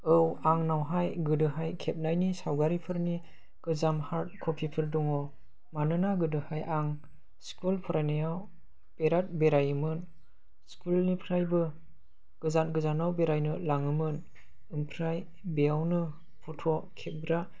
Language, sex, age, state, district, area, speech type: Bodo, male, 30-45, Assam, Chirang, rural, spontaneous